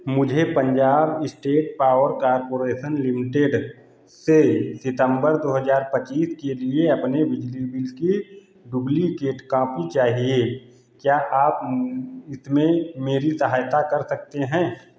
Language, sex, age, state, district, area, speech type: Hindi, male, 45-60, Uttar Pradesh, Lucknow, rural, read